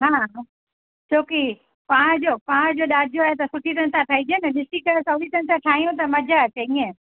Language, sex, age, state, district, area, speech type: Sindhi, female, 45-60, Gujarat, Surat, urban, conversation